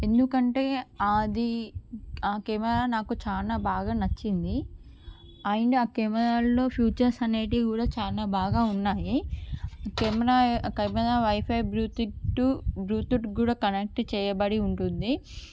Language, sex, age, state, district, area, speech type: Telugu, female, 30-45, Andhra Pradesh, Srikakulam, urban, spontaneous